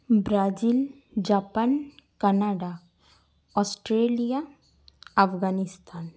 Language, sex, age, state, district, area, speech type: Santali, female, 18-30, West Bengal, Jhargram, rural, spontaneous